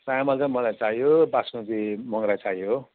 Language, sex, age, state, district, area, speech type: Nepali, male, 45-60, West Bengal, Jalpaiguri, urban, conversation